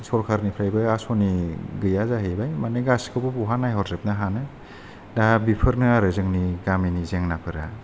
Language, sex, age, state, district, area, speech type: Bodo, male, 30-45, Assam, Kokrajhar, rural, spontaneous